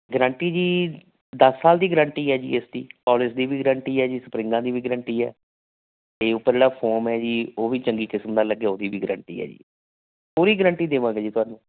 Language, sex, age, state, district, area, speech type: Punjabi, male, 45-60, Punjab, Barnala, rural, conversation